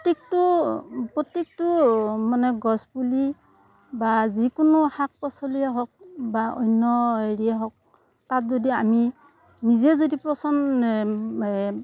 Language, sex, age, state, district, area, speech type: Assamese, female, 60+, Assam, Darrang, rural, spontaneous